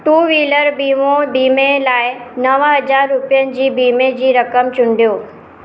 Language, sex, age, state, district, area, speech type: Sindhi, female, 30-45, Maharashtra, Mumbai Suburban, urban, read